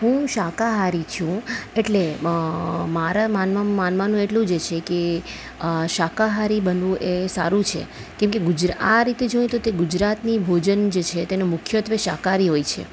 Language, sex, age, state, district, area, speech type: Gujarati, female, 30-45, Gujarat, Ahmedabad, urban, spontaneous